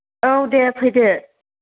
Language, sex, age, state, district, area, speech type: Bodo, female, 45-60, Assam, Chirang, rural, conversation